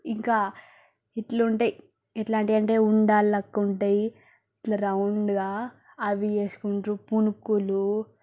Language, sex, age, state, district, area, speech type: Telugu, female, 30-45, Telangana, Ranga Reddy, urban, spontaneous